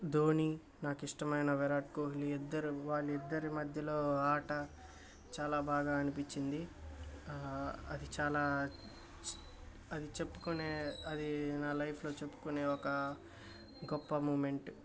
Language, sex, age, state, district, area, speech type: Telugu, male, 18-30, Andhra Pradesh, Bapatla, urban, spontaneous